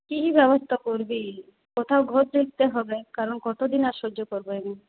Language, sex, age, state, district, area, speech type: Bengali, female, 30-45, West Bengal, Purulia, urban, conversation